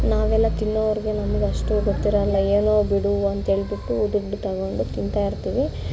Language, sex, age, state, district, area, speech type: Kannada, female, 18-30, Karnataka, Bangalore Urban, rural, spontaneous